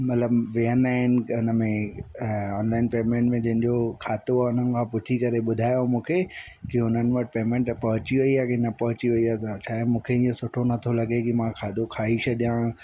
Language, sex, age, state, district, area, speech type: Sindhi, male, 45-60, Madhya Pradesh, Katni, urban, spontaneous